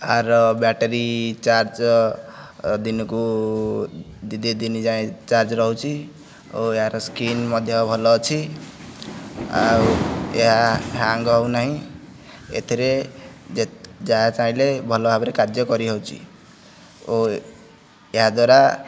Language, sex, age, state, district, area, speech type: Odia, male, 18-30, Odisha, Nayagarh, rural, spontaneous